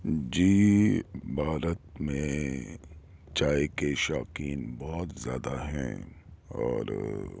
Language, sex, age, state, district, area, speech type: Urdu, male, 30-45, Delhi, Central Delhi, urban, spontaneous